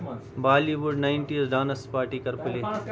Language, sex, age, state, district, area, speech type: Kashmiri, male, 18-30, Jammu and Kashmir, Shopian, rural, read